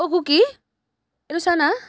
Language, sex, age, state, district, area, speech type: Assamese, female, 18-30, Assam, Charaideo, urban, spontaneous